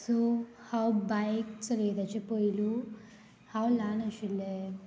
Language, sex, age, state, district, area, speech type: Goan Konkani, female, 18-30, Goa, Murmgao, rural, spontaneous